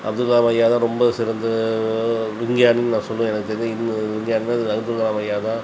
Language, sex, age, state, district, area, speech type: Tamil, male, 45-60, Tamil Nadu, Tiruchirappalli, rural, spontaneous